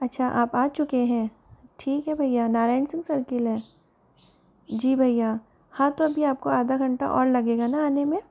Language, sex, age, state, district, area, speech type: Hindi, female, 45-60, Rajasthan, Jaipur, urban, spontaneous